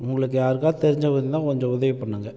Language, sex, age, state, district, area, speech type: Tamil, male, 45-60, Tamil Nadu, Namakkal, rural, spontaneous